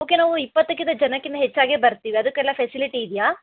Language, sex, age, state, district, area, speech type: Kannada, female, 60+, Karnataka, Chikkaballapur, urban, conversation